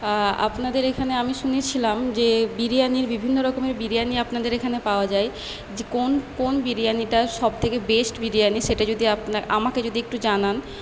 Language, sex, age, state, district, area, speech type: Bengali, female, 18-30, West Bengal, Paschim Medinipur, rural, spontaneous